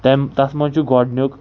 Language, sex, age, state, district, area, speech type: Kashmiri, male, 18-30, Jammu and Kashmir, Kulgam, urban, spontaneous